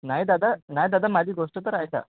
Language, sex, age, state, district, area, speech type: Marathi, male, 18-30, Maharashtra, Wardha, urban, conversation